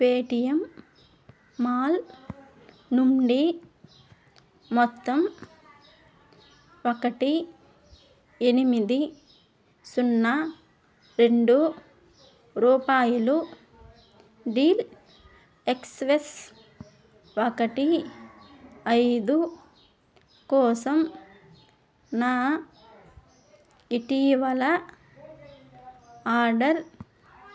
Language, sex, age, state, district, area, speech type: Telugu, female, 18-30, Andhra Pradesh, Nellore, rural, read